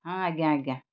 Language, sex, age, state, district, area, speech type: Odia, female, 60+, Odisha, Kendrapara, urban, spontaneous